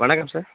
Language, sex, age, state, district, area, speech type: Tamil, male, 30-45, Tamil Nadu, Tiruvarur, rural, conversation